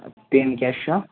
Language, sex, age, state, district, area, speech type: Kashmiri, male, 18-30, Jammu and Kashmir, Ganderbal, rural, conversation